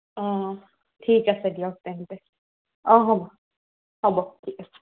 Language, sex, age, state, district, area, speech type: Assamese, female, 18-30, Assam, Kamrup Metropolitan, urban, conversation